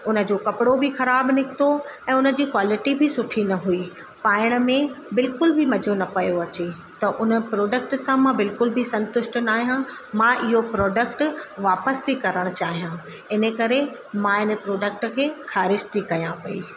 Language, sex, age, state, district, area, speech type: Sindhi, female, 30-45, Madhya Pradesh, Katni, urban, spontaneous